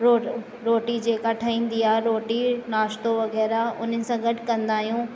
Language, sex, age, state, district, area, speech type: Sindhi, female, 45-60, Uttar Pradesh, Lucknow, rural, spontaneous